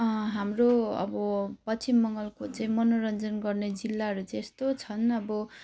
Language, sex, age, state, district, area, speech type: Nepali, female, 30-45, West Bengal, Jalpaiguri, rural, spontaneous